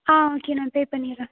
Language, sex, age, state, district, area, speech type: Tamil, female, 18-30, Tamil Nadu, Thanjavur, rural, conversation